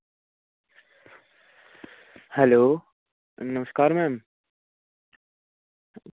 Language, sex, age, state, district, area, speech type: Dogri, female, 30-45, Jammu and Kashmir, Reasi, urban, conversation